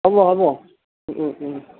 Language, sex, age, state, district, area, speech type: Assamese, male, 60+, Assam, Tinsukia, rural, conversation